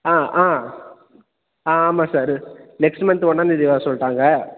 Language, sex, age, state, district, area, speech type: Tamil, male, 18-30, Tamil Nadu, Tiruchirappalli, rural, conversation